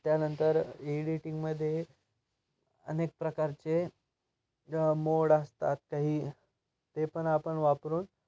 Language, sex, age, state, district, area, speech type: Marathi, male, 18-30, Maharashtra, Ahmednagar, rural, spontaneous